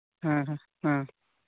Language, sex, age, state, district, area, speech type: Santali, male, 18-30, West Bengal, Birbhum, rural, conversation